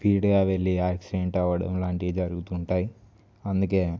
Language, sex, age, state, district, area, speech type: Telugu, male, 18-30, Telangana, Nirmal, rural, spontaneous